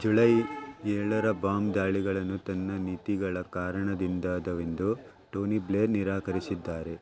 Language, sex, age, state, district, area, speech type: Kannada, male, 30-45, Karnataka, Shimoga, rural, read